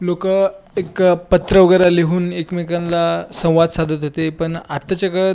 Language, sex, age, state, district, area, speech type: Marathi, male, 18-30, Maharashtra, Washim, urban, spontaneous